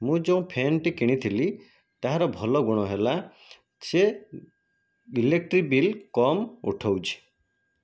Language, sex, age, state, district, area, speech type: Odia, male, 18-30, Odisha, Jajpur, rural, spontaneous